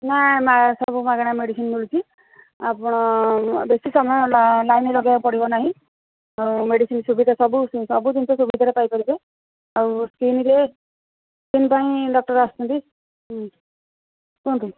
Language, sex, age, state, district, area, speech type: Odia, female, 45-60, Odisha, Rayagada, rural, conversation